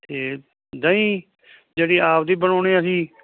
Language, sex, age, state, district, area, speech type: Punjabi, male, 60+, Punjab, Muktsar, urban, conversation